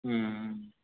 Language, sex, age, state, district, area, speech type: Telugu, male, 18-30, Telangana, Siddipet, urban, conversation